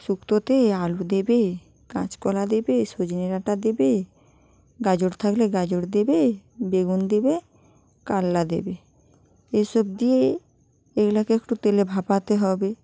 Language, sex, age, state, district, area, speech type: Bengali, female, 45-60, West Bengal, Hooghly, urban, spontaneous